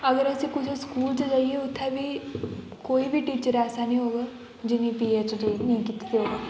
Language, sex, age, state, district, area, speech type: Dogri, female, 18-30, Jammu and Kashmir, Kathua, rural, spontaneous